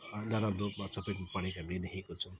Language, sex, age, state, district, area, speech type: Nepali, male, 30-45, West Bengal, Alipurduar, urban, spontaneous